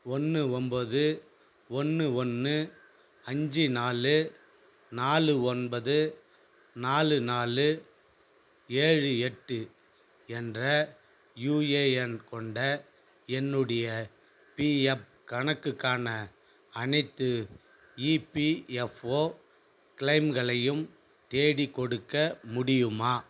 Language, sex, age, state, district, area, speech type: Tamil, male, 45-60, Tamil Nadu, Viluppuram, rural, read